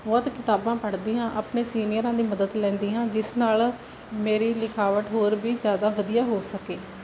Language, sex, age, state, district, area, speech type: Punjabi, female, 18-30, Punjab, Barnala, rural, spontaneous